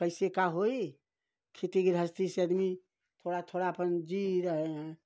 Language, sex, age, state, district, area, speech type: Hindi, female, 60+, Uttar Pradesh, Ghazipur, rural, spontaneous